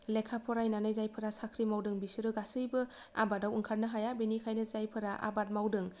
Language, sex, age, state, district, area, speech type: Bodo, female, 30-45, Assam, Kokrajhar, rural, spontaneous